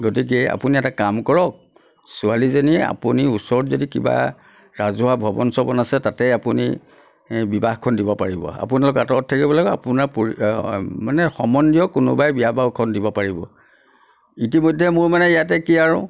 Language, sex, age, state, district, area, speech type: Assamese, male, 60+, Assam, Nagaon, rural, spontaneous